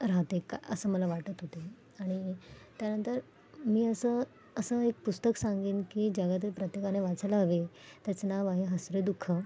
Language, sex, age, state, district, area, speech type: Marathi, female, 18-30, Maharashtra, Mumbai Suburban, urban, spontaneous